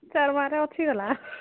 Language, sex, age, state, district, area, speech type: Odia, female, 45-60, Odisha, Sambalpur, rural, conversation